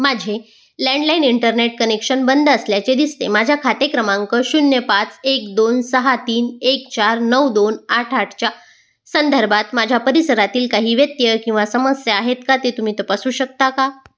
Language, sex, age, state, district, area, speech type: Marathi, female, 30-45, Maharashtra, Amravati, rural, read